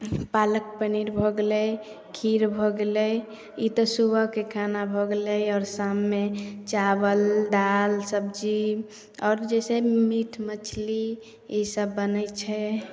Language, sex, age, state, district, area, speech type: Maithili, female, 18-30, Bihar, Samastipur, urban, spontaneous